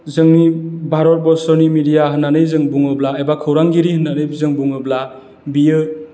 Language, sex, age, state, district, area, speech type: Bodo, male, 30-45, Assam, Chirang, rural, spontaneous